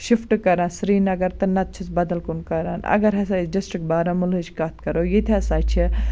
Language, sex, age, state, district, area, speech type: Kashmiri, female, 18-30, Jammu and Kashmir, Baramulla, rural, spontaneous